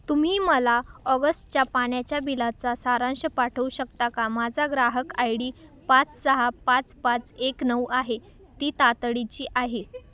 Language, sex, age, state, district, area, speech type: Marathi, female, 18-30, Maharashtra, Ahmednagar, rural, read